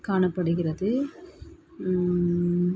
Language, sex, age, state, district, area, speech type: Tamil, male, 18-30, Tamil Nadu, Dharmapuri, rural, spontaneous